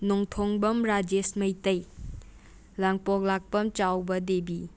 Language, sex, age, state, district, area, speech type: Manipuri, other, 45-60, Manipur, Imphal West, urban, spontaneous